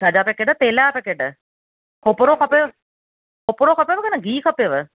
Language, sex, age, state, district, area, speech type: Sindhi, female, 30-45, Maharashtra, Thane, urban, conversation